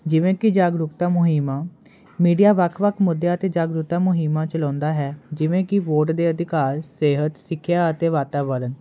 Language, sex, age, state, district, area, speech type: Punjabi, male, 18-30, Punjab, Kapurthala, urban, spontaneous